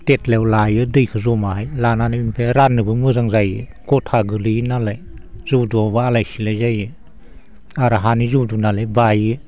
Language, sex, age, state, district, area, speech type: Bodo, male, 60+, Assam, Baksa, urban, spontaneous